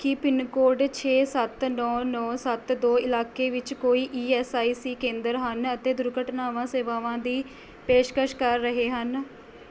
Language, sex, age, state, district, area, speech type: Punjabi, female, 18-30, Punjab, Mohali, rural, read